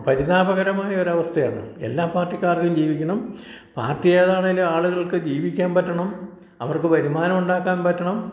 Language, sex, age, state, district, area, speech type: Malayalam, male, 60+, Kerala, Malappuram, rural, spontaneous